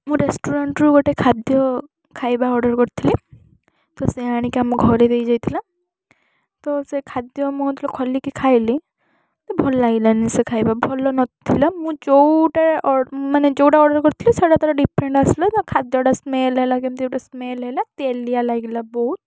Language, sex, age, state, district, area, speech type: Odia, female, 18-30, Odisha, Balasore, rural, spontaneous